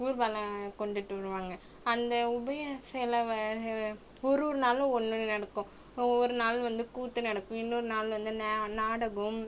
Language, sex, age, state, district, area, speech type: Tamil, female, 18-30, Tamil Nadu, Cuddalore, rural, spontaneous